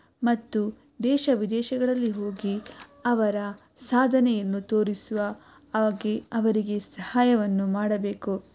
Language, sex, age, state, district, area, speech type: Kannada, female, 18-30, Karnataka, Shimoga, rural, spontaneous